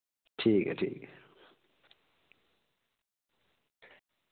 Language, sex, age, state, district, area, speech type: Dogri, male, 18-30, Jammu and Kashmir, Udhampur, rural, conversation